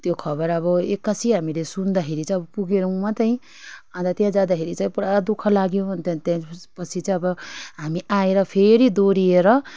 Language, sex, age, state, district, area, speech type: Nepali, female, 30-45, West Bengal, Darjeeling, rural, spontaneous